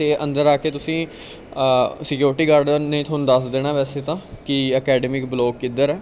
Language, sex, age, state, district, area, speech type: Punjabi, male, 18-30, Punjab, Bathinda, urban, spontaneous